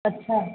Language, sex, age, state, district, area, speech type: Sindhi, female, 45-60, Uttar Pradesh, Lucknow, urban, conversation